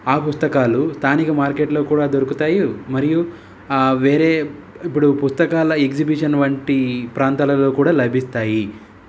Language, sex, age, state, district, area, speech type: Telugu, male, 30-45, Telangana, Hyderabad, urban, spontaneous